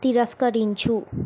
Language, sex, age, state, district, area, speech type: Telugu, female, 18-30, Telangana, Sangareddy, urban, read